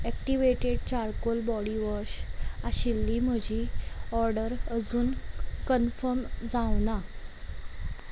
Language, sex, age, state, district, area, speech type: Goan Konkani, female, 18-30, Goa, Salcete, rural, read